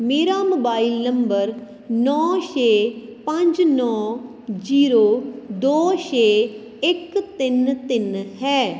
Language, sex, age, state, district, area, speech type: Punjabi, female, 30-45, Punjab, Kapurthala, rural, read